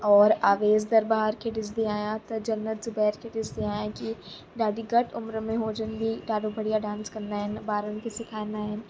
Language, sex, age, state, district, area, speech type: Sindhi, female, 18-30, Uttar Pradesh, Lucknow, rural, spontaneous